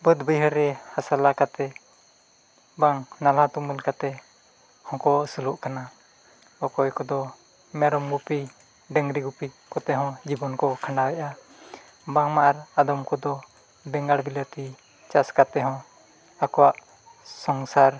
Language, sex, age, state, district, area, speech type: Santali, male, 45-60, Odisha, Mayurbhanj, rural, spontaneous